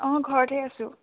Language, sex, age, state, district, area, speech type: Assamese, female, 18-30, Assam, Charaideo, urban, conversation